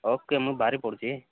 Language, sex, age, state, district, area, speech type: Odia, male, 18-30, Odisha, Nabarangpur, urban, conversation